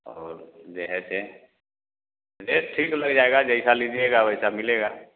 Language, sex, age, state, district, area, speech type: Hindi, male, 30-45, Bihar, Vaishali, urban, conversation